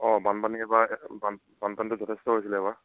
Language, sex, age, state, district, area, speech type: Assamese, male, 30-45, Assam, Charaideo, rural, conversation